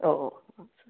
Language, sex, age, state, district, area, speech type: Malayalam, male, 60+, Kerala, Palakkad, rural, conversation